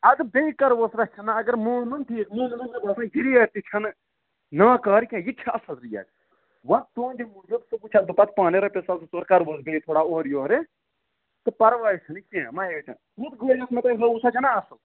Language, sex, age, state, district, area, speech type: Kashmiri, male, 18-30, Jammu and Kashmir, Budgam, rural, conversation